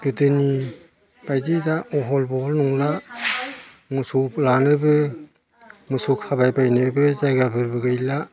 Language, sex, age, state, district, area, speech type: Bodo, male, 45-60, Assam, Chirang, rural, spontaneous